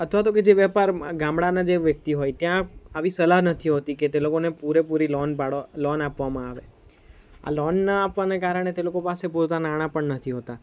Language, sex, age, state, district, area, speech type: Gujarati, male, 18-30, Gujarat, Valsad, urban, spontaneous